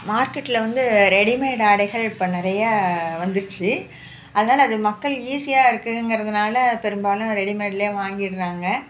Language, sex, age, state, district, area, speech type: Tamil, female, 60+, Tamil Nadu, Nagapattinam, urban, spontaneous